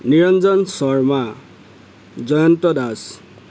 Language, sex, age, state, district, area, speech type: Assamese, male, 30-45, Assam, Lakhimpur, rural, spontaneous